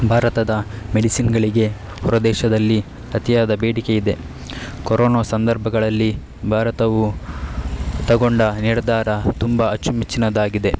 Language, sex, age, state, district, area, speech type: Kannada, male, 30-45, Karnataka, Udupi, rural, spontaneous